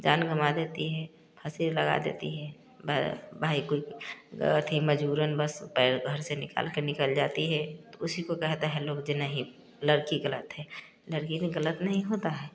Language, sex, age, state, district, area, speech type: Hindi, female, 45-60, Bihar, Samastipur, rural, spontaneous